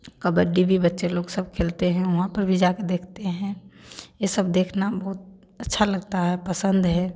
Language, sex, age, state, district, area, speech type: Hindi, female, 18-30, Bihar, Samastipur, urban, spontaneous